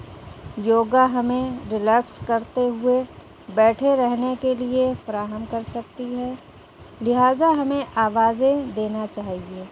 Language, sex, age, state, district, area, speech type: Urdu, female, 30-45, Uttar Pradesh, Shahjahanpur, urban, spontaneous